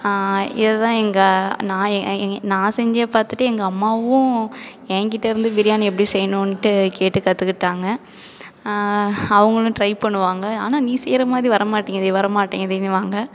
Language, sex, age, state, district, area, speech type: Tamil, female, 18-30, Tamil Nadu, Perambalur, rural, spontaneous